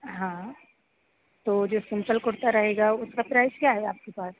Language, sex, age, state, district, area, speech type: Hindi, female, 18-30, Madhya Pradesh, Hoshangabad, urban, conversation